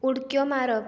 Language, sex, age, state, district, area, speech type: Goan Konkani, female, 18-30, Goa, Bardez, rural, read